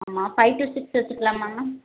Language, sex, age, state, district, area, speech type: Tamil, female, 18-30, Tamil Nadu, Madurai, urban, conversation